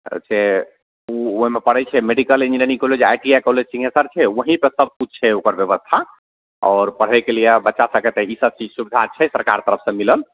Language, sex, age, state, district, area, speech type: Maithili, male, 45-60, Bihar, Madhepura, urban, conversation